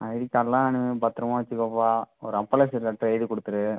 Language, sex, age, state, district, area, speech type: Tamil, male, 18-30, Tamil Nadu, Ariyalur, rural, conversation